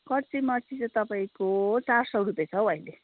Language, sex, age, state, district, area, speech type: Nepali, female, 45-60, West Bengal, Kalimpong, rural, conversation